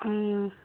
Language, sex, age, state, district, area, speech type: Manipuri, female, 18-30, Manipur, Kangpokpi, urban, conversation